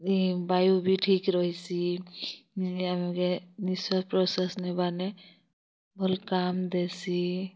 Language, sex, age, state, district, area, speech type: Odia, female, 30-45, Odisha, Kalahandi, rural, spontaneous